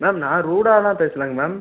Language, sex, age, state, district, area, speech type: Tamil, male, 18-30, Tamil Nadu, Ariyalur, rural, conversation